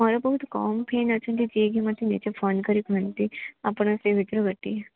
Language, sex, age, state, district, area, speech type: Odia, female, 18-30, Odisha, Koraput, urban, conversation